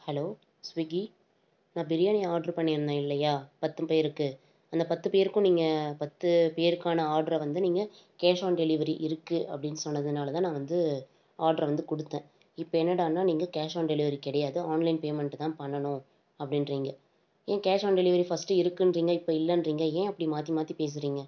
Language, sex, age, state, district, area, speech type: Tamil, female, 18-30, Tamil Nadu, Tiruvannamalai, urban, spontaneous